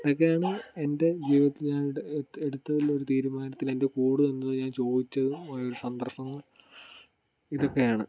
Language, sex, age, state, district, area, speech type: Malayalam, male, 18-30, Kerala, Kottayam, rural, spontaneous